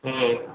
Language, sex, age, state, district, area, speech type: Bengali, male, 18-30, West Bengal, North 24 Parganas, rural, conversation